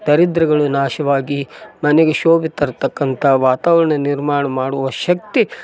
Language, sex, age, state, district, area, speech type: Kannada, male, 45-60, Karnataka, Koppal, rural, spontaneous